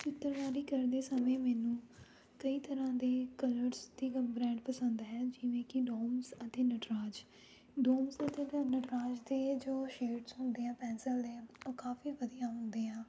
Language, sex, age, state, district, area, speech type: Punjabi, female, 18-30, Punjab, Rupnagar, rural, spontaneous